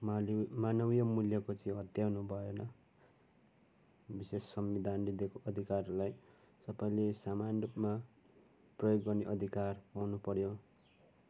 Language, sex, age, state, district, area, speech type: Nepali, male, 30-45, West Bengal, Kalimpong, rural, spontaneous